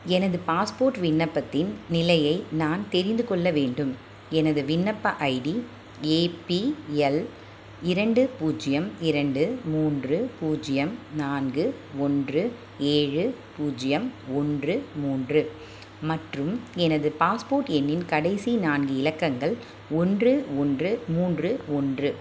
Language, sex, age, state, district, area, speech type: Tamil, female, 30-45, Tamil Nadu, Chengalpattu, urban, read